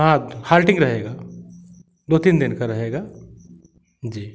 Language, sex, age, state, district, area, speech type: Hindi, male, 45-60, Madhya Pradesh, Jabalpur, urban, spontaneous